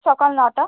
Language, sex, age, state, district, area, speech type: Bengali, female, 18-30, West Bengal, South 24 Parganas, urban, conversation